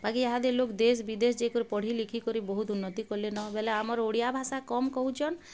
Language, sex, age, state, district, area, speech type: Odia, female, 30-45, Odisha, Bargarh, urban, spontaneous